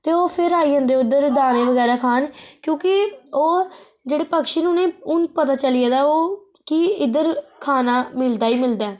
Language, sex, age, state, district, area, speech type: Dogri, female, 30-45, Jammu and Kashmir, Reasi, rural, spontaneous